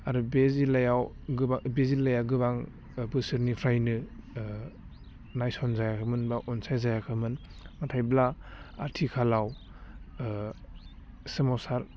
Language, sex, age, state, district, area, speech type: Bodo, male, 18-30, Assam, Udalguri, urban, spontaneous